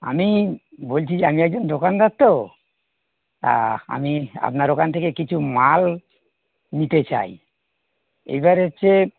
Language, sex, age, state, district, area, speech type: Bengali, male, 60+, West Bengal, North 24 Parganas, urban, conversation